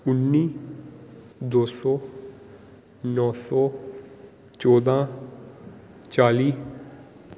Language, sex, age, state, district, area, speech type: Punjabi, male, 18-30, Punjab, Pathankot, urban, spontaneous